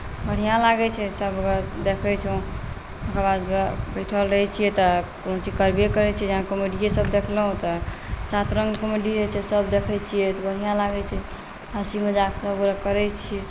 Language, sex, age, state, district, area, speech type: Maithili, female, 45-60, Bihar, Saharsa, rural, spontaneous